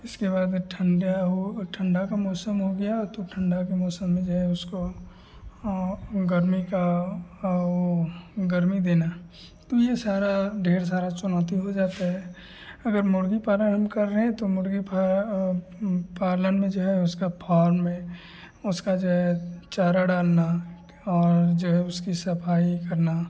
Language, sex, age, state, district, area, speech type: Hindi, male, 18-30, Bihar, Madhepura, rural, spontaneous